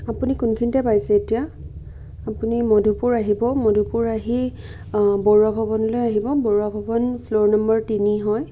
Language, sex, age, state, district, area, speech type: Assamese, female, 18-30, Assam, Biswanath, rural, spontaneous